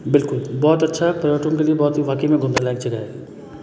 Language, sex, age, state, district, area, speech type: Hindi, male, 30-45, Rajasthan, Jodhpur, urban, spontaneous